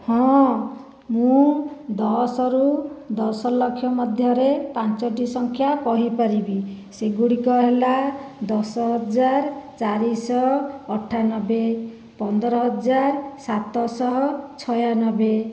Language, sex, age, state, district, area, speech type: Odia, female, 30-45, Odisha, Khordha, rural, spontaneous